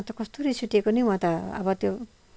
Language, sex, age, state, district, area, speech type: Nepali, female, 60+, West Bengal, Kalimpong, rural, spontaneous